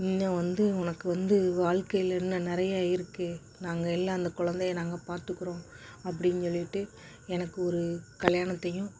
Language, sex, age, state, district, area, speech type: Tamil, female, 30-45, Tamil Nadu, Perambalur, rural, spontaneous